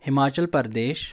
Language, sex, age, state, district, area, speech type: Kashmiri, female, 18-30, Jammu and Kashmir, Anantnag, rural, spontaneous